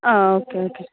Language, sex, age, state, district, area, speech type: Malayalam, female, 18-30, Kerala, Pathanamthitta, urban, conversation